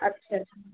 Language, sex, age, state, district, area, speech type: Hindi, female, 45-60, Uttar Pradesh, Azamgarh, rural, conversation